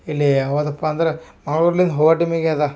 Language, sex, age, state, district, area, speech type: Kannada, male, 30-45, Karnataka, Gulbarga, urban, spontaneous